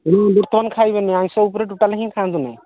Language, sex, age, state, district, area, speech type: Odia, male, 45-60, Odisha, Angul, rural, conversation